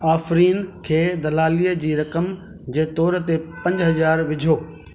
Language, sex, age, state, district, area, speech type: Sindhi, male, 45-60, Delhi, South Delhi, urban, read